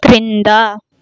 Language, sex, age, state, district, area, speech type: Telugu, female, 18-30, Andhra Pradesh, Chittoor, urban, read